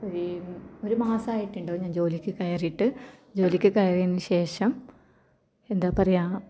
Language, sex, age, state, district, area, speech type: Malayalam, female, 18-30, Kerala, Kasaragod, rural, spontaneous